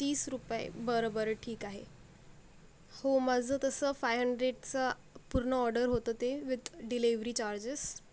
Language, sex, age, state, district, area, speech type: Marathi, female, 45-60, Maharashtra, Akola, rural, spontaneous